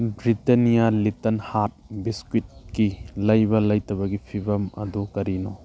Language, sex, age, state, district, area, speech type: Manipuri, male, 30-45, Manipur, Churachandpur, rural, read